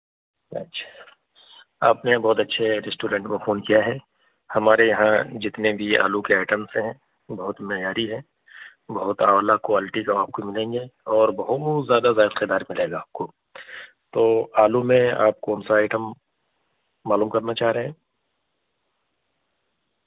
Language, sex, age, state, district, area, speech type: Urdu, male, 30-45, Delhi, North East Delhi, urban, conversation